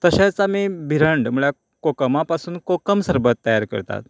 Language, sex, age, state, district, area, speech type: Goan Konkani, male, 45-60, Goa, Canacona, rural, spontaneous